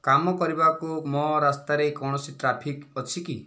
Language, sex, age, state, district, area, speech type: Odia, male, 45-60, Odisha, Kandhamal, rural, read